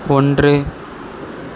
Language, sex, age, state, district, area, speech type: Tamil, male, 18-30, Tamil Nadu, Mayiladuthurai, urban, read